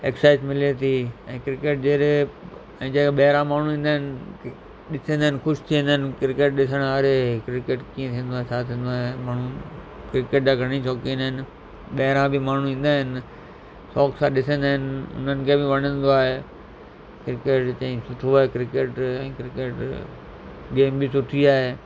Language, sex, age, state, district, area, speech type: Sindhi, male, 45-60, Gujarat, Kutch, rural, spontaneous